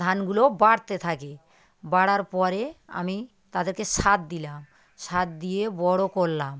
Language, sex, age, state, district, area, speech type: Bengali, female, 45-60, West Bengal, South 24 Parganas, rural, spontaneous